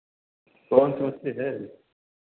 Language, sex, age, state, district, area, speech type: Hindi, male, 45-60, Uttar Pradesh, Varanasi, rural, conversation